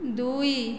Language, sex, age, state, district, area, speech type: Odia, female, 45-60, Odisha, Khordha, rural, read